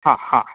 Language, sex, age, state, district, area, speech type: Gujarati, male, 30-45, Gujarat, Surat, rural, conversation